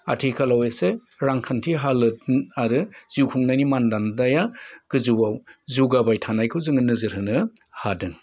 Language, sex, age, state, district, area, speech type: Bodo, male, 45-60, Assam, Udalguri, urban, spontaneous